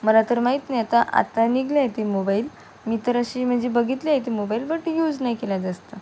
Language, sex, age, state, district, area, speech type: Marathi, female, 18-30, Maharashtra, Wardha, rural, spontaneous